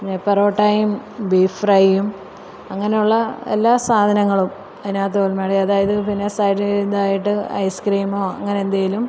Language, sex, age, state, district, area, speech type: Malayalam, female, 45-60, Kerala, Alappuzha, rural, spontaneous